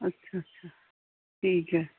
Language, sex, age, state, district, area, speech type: Punjabi, female, 30-45, Punjab, Fazilka, rural, conversation